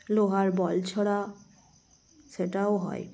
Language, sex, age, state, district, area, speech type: Bengali, female, 30-45, West Bengal, Cooch Behar, urban, spontaneous